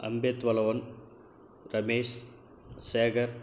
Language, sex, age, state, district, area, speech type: Tamil, male, 45-60, Tamil Nadu, Krishnagiri, rural, spontaneous